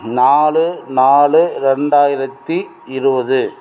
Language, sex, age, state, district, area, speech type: Tamil, male, 45-60, Tamil Nadu, Krishnagiri, rural, spontaneous